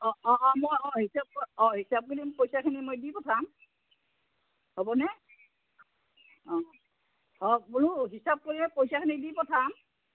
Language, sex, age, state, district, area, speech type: Assamese, female, 60+, Assam, Udalguri, rural, conversation